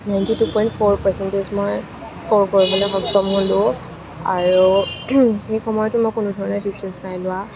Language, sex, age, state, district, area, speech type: Assamese, female, 18-30, Assam, Kamrup Metropolitan, urban, spontaneous